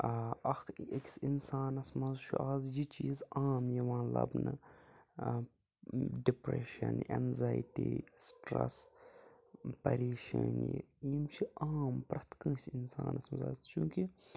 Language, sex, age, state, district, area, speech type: Kashmiri, male, 18-30, Jammu and Kashmir, Budgam, rural, spontaneous